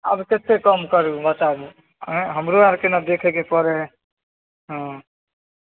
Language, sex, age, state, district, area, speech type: Maithili, male, 30-45, Bihar, Samastipur, rural, conversation